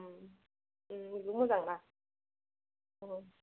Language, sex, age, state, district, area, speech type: Bodo, female, 45-60, Assam, Kokrajhar, rural, conversation